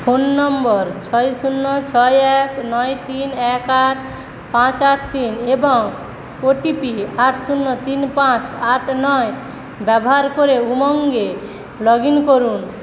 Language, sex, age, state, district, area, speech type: Bengali, female, 45-60, West Bengal, Paschim Medinipur, rural, read